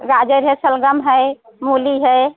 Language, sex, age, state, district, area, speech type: Hindi, female, 60+, Uttar Pradesh, Prayagraj, urban, conversation